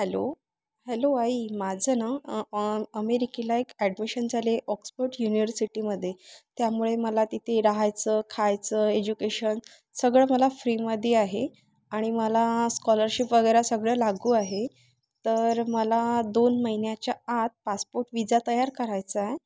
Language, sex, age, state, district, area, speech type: Marathi, female, 30-45, Maharashtra, Thane, urban, spontaneous